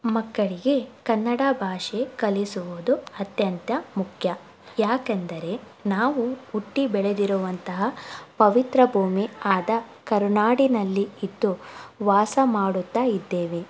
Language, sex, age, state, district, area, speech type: Kannada, female, 18-30, Karnataka, Davanagere, rural, spontaneous